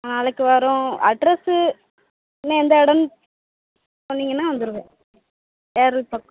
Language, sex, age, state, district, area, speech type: Tamil, female, 18-30, Tamil Nadu, Thoothukudi, rural, conversation